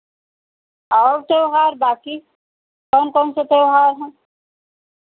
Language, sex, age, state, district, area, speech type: Hindi, female, 60+, Uttar Pradesh, Lucknow, rural, conversation